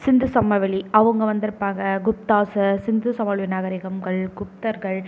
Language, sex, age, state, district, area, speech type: Tamil, female, 18-30, Tamil Nadu, Nagapattinam, rural, spontaneous